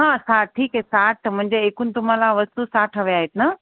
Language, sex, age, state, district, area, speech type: Marathi, female, 45-60, Maharashtra, Nanded, urban, conversation